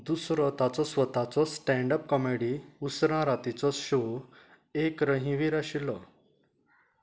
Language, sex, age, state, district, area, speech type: Goan Konkani, male, 45-60, Goa, Canacona, rural, read